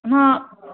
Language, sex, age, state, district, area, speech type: Kannada, female, 60+, Karnataka, Bangalore Urban, urban, conversation